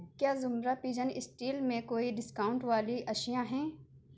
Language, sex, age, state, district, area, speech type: Urdu, female, 18-30, Delhi, South Delhi, urban, read